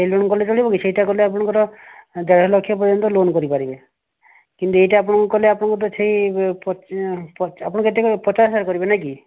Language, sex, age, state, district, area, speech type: Odia, male, 30-45, Odisha, Kandhamal, rural, conversation